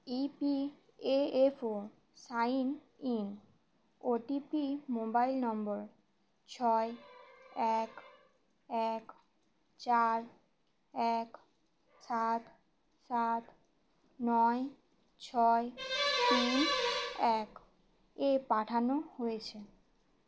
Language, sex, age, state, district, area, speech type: Bengali, female, 18-30, West Bengal, Uttar Dinajpur, rural, read